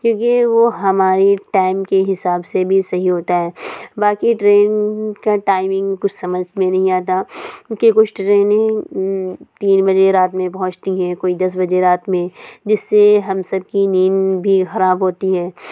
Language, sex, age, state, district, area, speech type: Urdu, female, 60+, Uttar Pradesh, Lucknow, urban, spontaneous